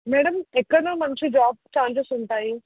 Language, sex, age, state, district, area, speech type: Telugu, female, 18-30, Telangana, Hyderabad, urban, conversation